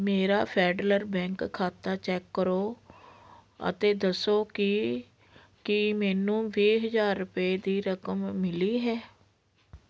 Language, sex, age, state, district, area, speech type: Punjabi, female, 45-60, Punjab, Patiala, rural, read